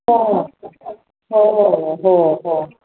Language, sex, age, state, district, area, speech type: Marathi, female, 45-60, Maharashtra, Pune, urban, conversation